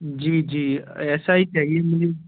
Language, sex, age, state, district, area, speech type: Hindi, male, 18-30, Madhya Pradesh, Gwalior, urban, conversation